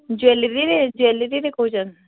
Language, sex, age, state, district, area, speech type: Odia, female, 18-30, Odisha, Bargarh, urban, conversation